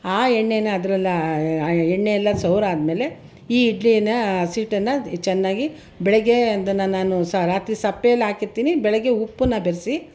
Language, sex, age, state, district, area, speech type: Kannada, female, 60+, Karnataka, Mysore, rural, spontaneous